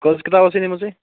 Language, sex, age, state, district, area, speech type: Kashmiri, male, 30-45, Jammu and Kashmir, Baramulla, rural, conversation